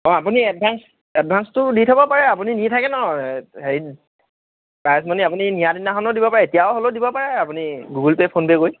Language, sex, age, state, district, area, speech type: Assamese, male, 18-30, Assam, Sivasagar, urban, conversation